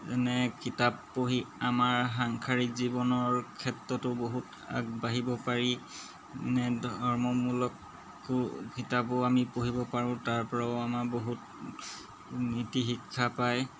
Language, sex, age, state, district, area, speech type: Assamese, male, 30-45, Assam, Golaghat, urban, spontaneous